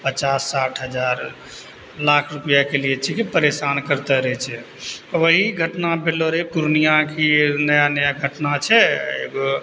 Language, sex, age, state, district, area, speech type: Maithili, male, 30-45, Bihar, Purnia, rural, spontaneous